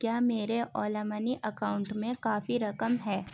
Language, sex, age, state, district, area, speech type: Urdu, female, 18-30, Uttar Pradesh, Ghaziabad, urban, read